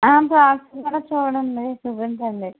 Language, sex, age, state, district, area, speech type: Telugu, female, 45-60, Andhra Pradesh, West Godavari, rural, conversation